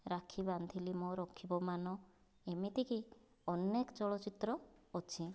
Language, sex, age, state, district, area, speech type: Odia, female, 30-45, Odisha, Kandhamal, rural, spontaneous